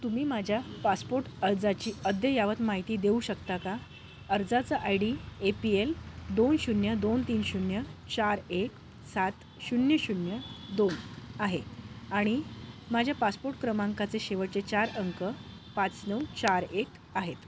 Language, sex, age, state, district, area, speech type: Marathi, female, 18-30, Maharashtra, Bhandara, rural, read